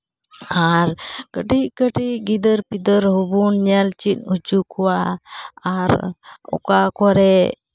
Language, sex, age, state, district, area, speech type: Santali, female, 30-45, West Bengal, Uttar Dinajpur, rural, spontaneous